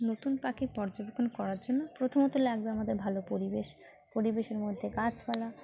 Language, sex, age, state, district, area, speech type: Bengali, female, 18-30, West Bengal, Dakshin Dinajpur, urban, spontaneous